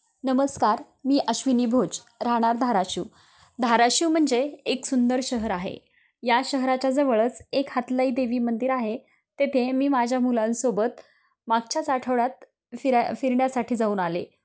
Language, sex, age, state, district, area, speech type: Marathi, female, 30-45, Maharashtra, Osmanabad, rural, spontaneous